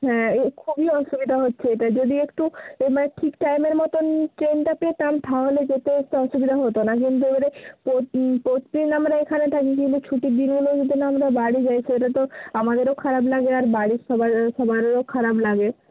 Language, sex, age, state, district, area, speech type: Bengali, female, 30-45, West Bengal, Bankura, urban, conversation